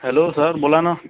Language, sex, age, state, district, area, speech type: Marathi, male, 45-60, Maharashtra, Nagpur, urban, conversation